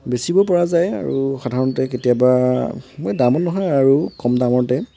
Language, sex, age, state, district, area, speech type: Assamese, male, 18-30, Assam, Tinsukia, urban, spontaneous